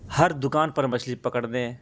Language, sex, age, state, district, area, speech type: Urdu, male, 18-30, Bihar, Araria, rural, spontaneous